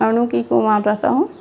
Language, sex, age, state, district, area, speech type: Assamese, female, 30-45, Assam, Majuli, urban, spontaneous